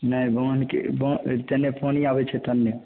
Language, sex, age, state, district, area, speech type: Maithili, male, 18-30, Bihar, Begusarai, rural, conversation